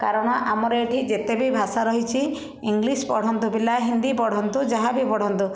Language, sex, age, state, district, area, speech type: Odia, female, 60+, Odisha, Bhadrak, rural, spontaneous